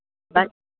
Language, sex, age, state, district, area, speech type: Punjabi, male, 45-60, Punjab, Patiala, urban, conversation